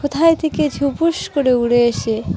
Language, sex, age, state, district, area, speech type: Bengali, female, 18-30, West Bengal, Dakshin Dinajpur, urban, spontaneous